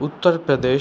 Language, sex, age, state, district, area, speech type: Telugu, male, 18-30, Andhra Pradesh, Visakhapatnam, urban, spontaneous